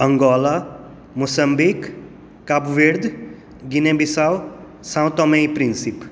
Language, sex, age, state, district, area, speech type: Goan Konkani, male, 30-45, Goa, Tiswadi, rural, spontaneous